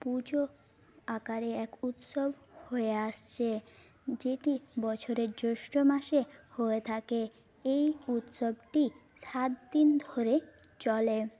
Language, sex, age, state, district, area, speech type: Bengali, female, 18-30, West Bengal, Jhargram, rural, spontaneous